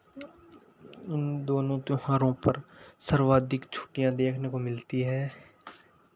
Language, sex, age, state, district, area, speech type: Hindi, male, 18-30, Rajasthan, Nagaur, rural, spontaneous